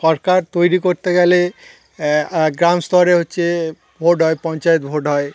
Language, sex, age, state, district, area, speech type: Bengali, male, 30-45, West Bengal, Darjeeling, urban, spontaneous